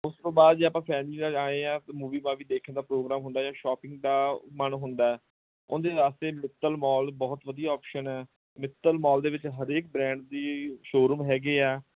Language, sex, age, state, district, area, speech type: Punjabi, male, 30-45, Punjab, Bathinda, urban, conversation